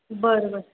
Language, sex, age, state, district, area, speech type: Marathi, female, 18-30, Maharashtra, Satara, urban, conversation